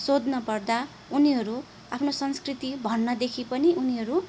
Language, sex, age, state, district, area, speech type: Nepali, female, 30-45, West Bengal, Darjeeling, rural, spontaneous